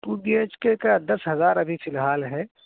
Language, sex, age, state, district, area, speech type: Urdu, male, 18-30, Bihar, Araria, rural, conversation